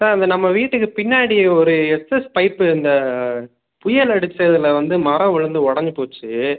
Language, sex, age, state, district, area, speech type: Tamil, male, 18-30, Tamil Nadu, Pudukkottai, rural, conversation